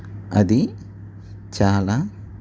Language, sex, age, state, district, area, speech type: Telugu, male, 45-60, Andhra Pradesh, N T Rama Rao, urban, spontaneous